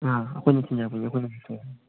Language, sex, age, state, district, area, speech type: Manipuri, male, 18-30, Manipur, Kangpokpi, urban, conversation